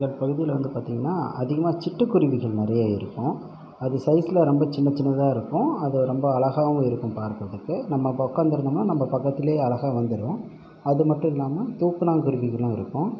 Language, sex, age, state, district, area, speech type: Tamil, male, 30-45, Tamil Nadu, Pudukkottai, rural, spontaneous